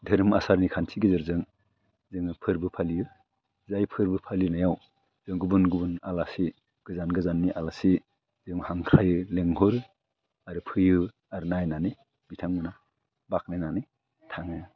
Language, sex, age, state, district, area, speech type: Bodo, male, 60+, Assam, Udalguri, urban, spontaneous